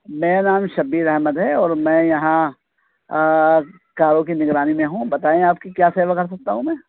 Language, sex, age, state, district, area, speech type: Urdu, male, 45-60, Delhi, East Delhi, urban, conversation